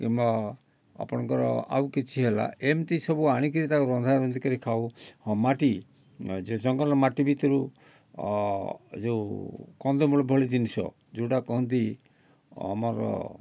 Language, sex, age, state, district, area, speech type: Odia, male, 60+, Odisha, Kalahandi, rural, spontaneous